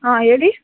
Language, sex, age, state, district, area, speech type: Kannada, female, 30-45, Karnataka, Mandya, urban, conversation